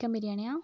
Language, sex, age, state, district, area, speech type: Malayalam, female, 45-60, Kerala, Wayanad, rural, spontaneous